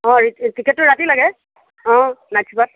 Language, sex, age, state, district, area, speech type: Assamese, female, 45-60, Assam, Sivasagar, rural, conversation